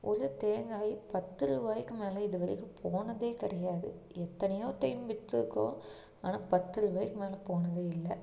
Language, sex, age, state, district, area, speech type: Tamil, female, 30-45, Tamil Nadu, Tiruppur, urban, spontaneous